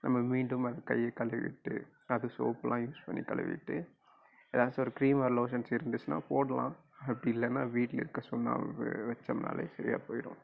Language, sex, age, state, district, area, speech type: Tamil, male, 18-30, Tamil Nadu, Coimbatore, rural, spontaneous